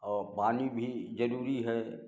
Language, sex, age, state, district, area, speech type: Hindi, male, 60+, Uttar Pradesh, Prayagraj, rural, spontaneous